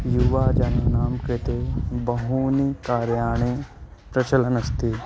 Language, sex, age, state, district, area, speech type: Sanskrit, male, 18-30, Madhya Pradesh, Katni, rural, spontaneous